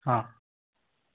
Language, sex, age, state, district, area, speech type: Hindi, male, 18-30, Madhya Pradesh, Betul, rural, conversation